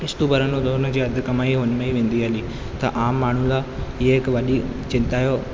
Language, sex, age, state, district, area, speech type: Sindhi, male, 18-30, Rajasthan, Ajmer, urban, spontaneous